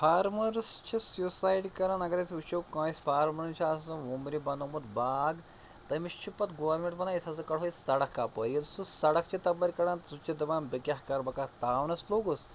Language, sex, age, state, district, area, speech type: Kashmiri, male, 30-45, Jammu and Kashmir, Pulwama, rural, spontaneous